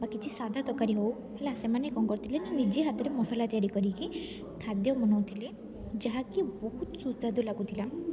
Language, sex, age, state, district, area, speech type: Odia, female, 18-30, Odisha, Rayagada, rural, spontaneous